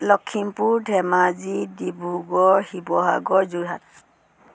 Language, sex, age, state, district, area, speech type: Assamese, female, 60+, Assam, Dhemaji, rural, spontaneous